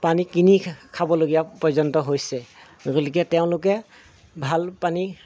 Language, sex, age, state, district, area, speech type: Assamese, male, 30-45, Assam, Golaghat, urban, spontaneous